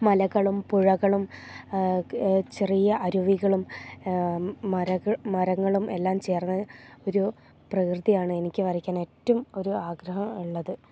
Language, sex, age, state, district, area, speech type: Malayalam, female, 30-45, Kerala, Wayanad, rural, spontaneous